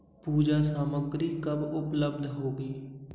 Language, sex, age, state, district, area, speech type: Hindi, male, 18-30, Madhya Pradesh, Gwalior, urban, read